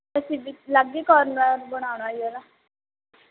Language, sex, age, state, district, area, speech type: Punjabi, female, 18-30, Punjab, Barnala, urban, conversation